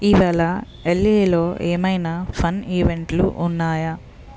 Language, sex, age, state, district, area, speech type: Telugu, female, 30-45, Andhra Pradesh, West Godavari, rural, read